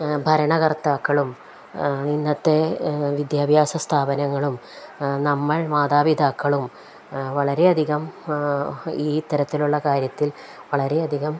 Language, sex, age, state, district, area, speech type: Malayalam, female, 45-60, Kerala, Palakkad, rural, spontaneous